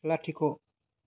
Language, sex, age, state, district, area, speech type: Bodo, male, 45-60, Assam, Chirang, urban, read